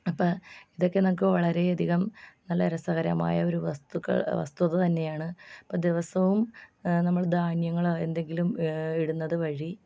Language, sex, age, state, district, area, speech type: Malayalam, female, 30-45, Kerala, Alappuzha, rural, spontaneous